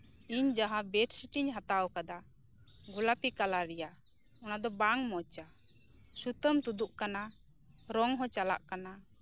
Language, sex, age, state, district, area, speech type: Santali, female, 30-45, West Bengal, Birbhum, rural, spontaneous